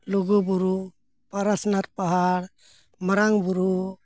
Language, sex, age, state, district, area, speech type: Santali, male, 60+, Jharkhand, Bokaro, rural, spontaneous